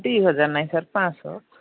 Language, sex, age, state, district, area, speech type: Odia, female, 45-60, Odisha, Angul, rural, conversation